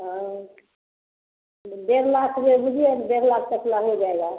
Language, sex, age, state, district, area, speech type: Hindi, female, 30-45, Bihar, Samastipur, rural, conversation